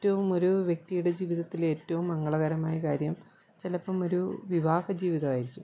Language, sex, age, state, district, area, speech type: Malayalam, female, 45-60, Kerala, Kottayam, rural, spontaneous